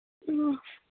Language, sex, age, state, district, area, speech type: Manipuri, female, 30-45, Manipur, Kangpokpi, urban, conversation